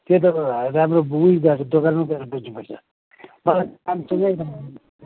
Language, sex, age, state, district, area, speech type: Nepali, male, 60+, West Bengal, Kalimpong, rural, conversation